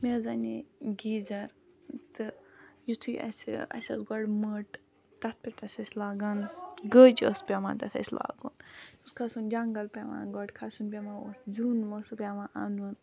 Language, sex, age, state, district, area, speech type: Kashmiri, female, 45-60, Jammu and Kashmir, Ganderbal, rural, spontaneous